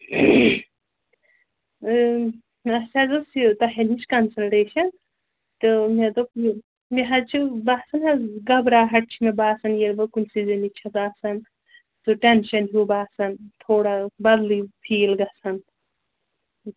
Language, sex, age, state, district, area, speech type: Kashmiri, female, 18-30, Jammu and Kashmir, Pulwama, rural, conversation